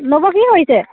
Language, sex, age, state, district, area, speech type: Assamese, female, 30-45, Assam, Dhemaji, rural, conversation